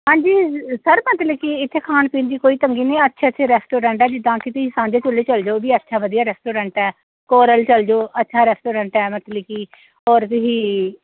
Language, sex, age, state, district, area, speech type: Punjabi, female, 45-60, Punjab, Pathankot, rural, conversation